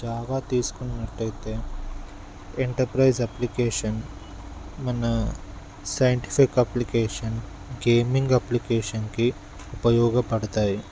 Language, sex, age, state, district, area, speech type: Telugu, male, 18-30, Telangana, Mulugu, rural, spontaneous